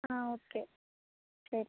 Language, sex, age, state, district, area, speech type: Malayalam, female, 18-30, Kerala, Alappuzha, rural, conversation